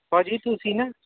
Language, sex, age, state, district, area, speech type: Punjabi, male, 18-30, Punjab, Gurdaspur, urban, conversation